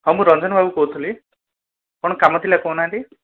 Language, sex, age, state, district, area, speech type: Odia, male, 30-45, Odisha, Dhenkanal, rural, conversation